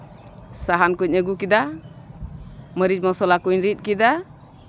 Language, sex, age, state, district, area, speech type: Santali, female, 45-60, West Bengal, Malda, rural, spontaneous